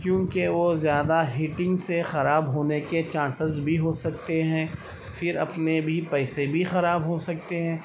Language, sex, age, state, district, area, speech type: Urdu, male, 30-45, Telangana, Hyderabad, urban, spontaneous